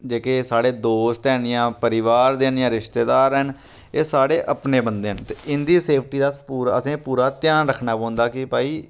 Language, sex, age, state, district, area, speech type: Dogri, male, 30-45, Jammu and Kashmir, Reasi, rural, spontaneous